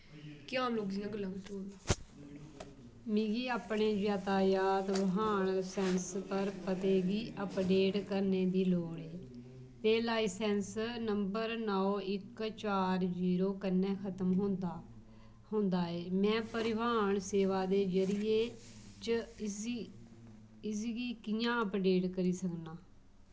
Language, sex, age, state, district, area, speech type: Dogri, female, 45-60, Jammu and Kashmir, Kathua, rural, read